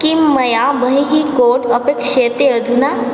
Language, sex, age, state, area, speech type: Sanskrit, female, 18-30, Assam, rural, read